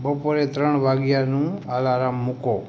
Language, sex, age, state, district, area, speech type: Gujarati, male, 18-30, Gujarat, Morbi, urban, read